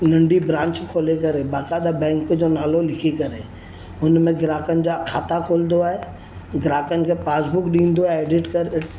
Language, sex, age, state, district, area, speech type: Sindhi, male, 30-45, Maharashtra, Mumbai Suburban, urban, spontaneous